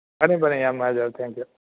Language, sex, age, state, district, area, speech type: Manipuri, male, 60+, Manipur, Thoubal, rural, conversation